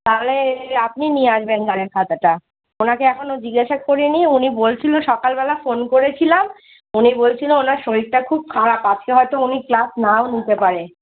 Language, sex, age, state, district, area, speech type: Bengali, female, 30-45, West Bengal, Kolkata, urban, conversation